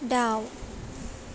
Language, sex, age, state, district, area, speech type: Bodo, female, 18-30, Assam, Chirang, urban, read